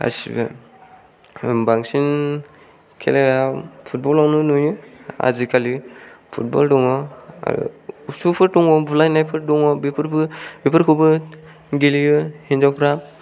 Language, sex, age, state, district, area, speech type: Bodo, male, 18-30, Assam, Kokrajhar, rural, spontaneous